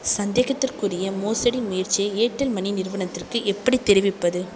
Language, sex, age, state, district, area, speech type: Tamil, female, 18-30, Tamil Nadu, Thanjavur, urban, read